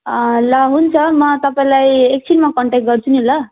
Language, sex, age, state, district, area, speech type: Nepali, female, 18-30, West Bengal, Darjeeling, rural, conversation